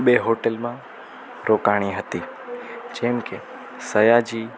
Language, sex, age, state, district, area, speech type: Gujarati, male, 18-30, Gujarat, Rajkot, rural, spontaneous